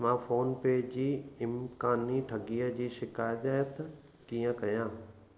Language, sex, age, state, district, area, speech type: Sindhi, male, 30-45, Gujarat, Kutch, urban, read